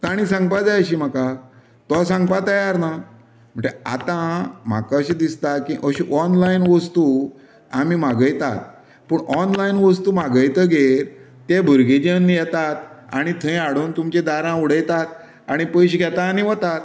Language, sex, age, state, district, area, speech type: Goan Konkani, male, 60+, Goa, Canacona, rural, spontaneous